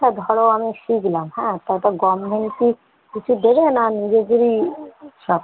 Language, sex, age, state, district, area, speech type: Bengali, female, 30-45, West Bengal, Howrah, urban, conversation